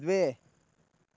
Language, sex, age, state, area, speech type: Sanskrit, male, 18-30, Maharashtra, rural, read